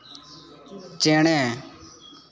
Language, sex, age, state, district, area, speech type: Santali, male, 18-30, Jharkhand, East Singhbhum, rural, read